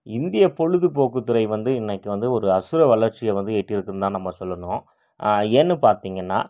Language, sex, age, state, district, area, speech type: Tamil, male, 30-45, Tamil Nadu, Krishnagiri, rural, spontaneous